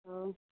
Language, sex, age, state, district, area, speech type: Odia, female, 45-60, Odisha, Angul, rural, conversation